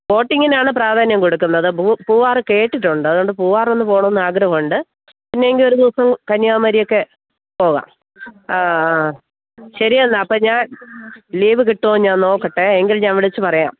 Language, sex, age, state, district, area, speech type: Malayalam, female, 45-60, Kerala, Thiruvananthapuram, urban, conversation